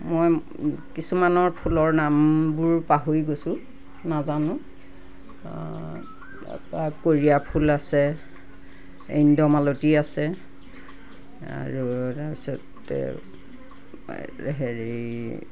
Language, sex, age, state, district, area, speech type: Assamese, female, 60+, Assam, Nagaon, rural, spontaneous